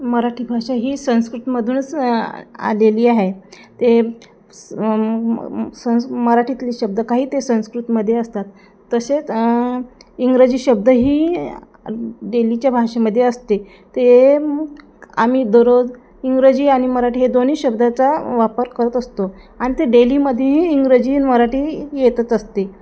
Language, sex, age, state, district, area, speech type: Marathi, female, 30-45, Maharashtra, Thane, urban, spontaneous